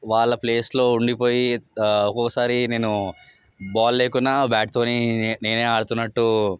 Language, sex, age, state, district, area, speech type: Telugu, male, 18-30, Telangana, Nalgonda, urban, spontaneous